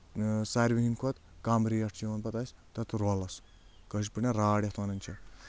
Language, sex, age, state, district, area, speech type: Kashmiri, male, 18-30, Jammu and Kashmir, Anantnag, rural, spontaneous